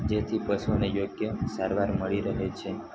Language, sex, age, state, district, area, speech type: Gujarati, male, 18-30, Gujarat, Narmada, urban, spontaneous